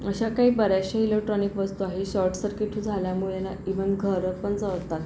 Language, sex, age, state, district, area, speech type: Marathi, female, 45-60, Maharashtra, Akola, urban, spontaneous